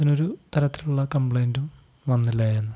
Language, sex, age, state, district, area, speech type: Malayalam, male, 45-60, Kerala, Wayanad, rural, spontaneous